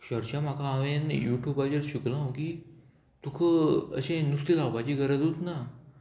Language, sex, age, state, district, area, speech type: Goan Konkani, male, 18-30, Goa, Murmgao, rural, spontaneous